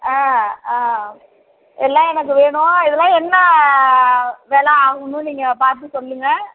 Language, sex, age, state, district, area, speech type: Tamil, female, 45-60, Tamil Nadu, Nagapattinam, rural, conversation